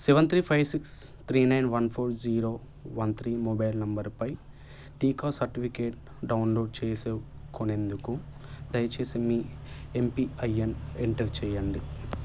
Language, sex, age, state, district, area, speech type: Telugu, male, 18-30, Telangana, Nirmal, rural, read